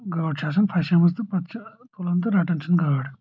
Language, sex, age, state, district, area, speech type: Kashmiri, male, 30-45, Jammu and Kashmir, Anantnag, rural, spontaneous